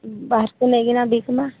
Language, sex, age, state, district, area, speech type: Odia, female, 45-60, Odisha, Sambalpur, rural, conversation